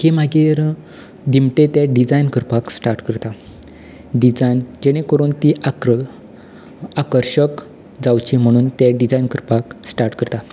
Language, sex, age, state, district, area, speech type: Goan Konkani, male, 18-30, Goa, Canacona, rural, spontaneous